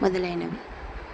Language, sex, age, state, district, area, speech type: Telugu, female, 45-60, Andhra Pradesh, Kurnool, rural, spontaneous